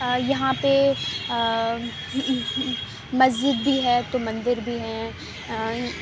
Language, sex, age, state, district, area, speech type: Urdu, female, 30-45, Uttar Pradesh, Aligarh, rural, spontaneous